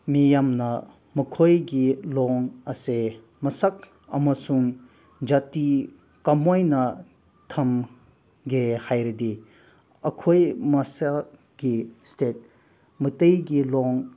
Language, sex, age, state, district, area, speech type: Manipuri, male, 18-30, Manipur, Senapati, rural, spontaneous